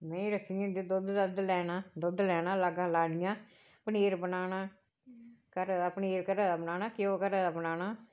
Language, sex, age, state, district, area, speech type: Dogri, female, 60+, Jammu and Kashmir, Reasi, rural, spontaneous